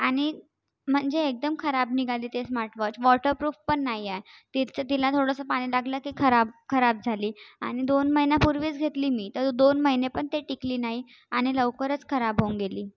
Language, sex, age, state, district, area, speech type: Marathi, female, 30-45, Maharashtra, Nagpur, urban, spontaneous